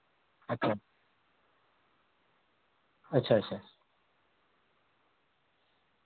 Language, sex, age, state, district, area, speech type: Urdu, male, 30-45, Bihar, Araria, rural, conversation